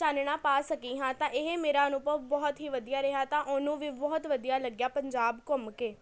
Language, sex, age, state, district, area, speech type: Punjabi, female, 18-30, Punjab, Patiala, urban, spontaneous